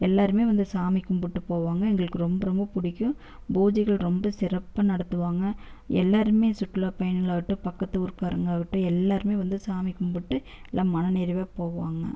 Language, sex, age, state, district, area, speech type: Tamil, female, 30-45, Tamil Nadu, Erode, rural, spontaneous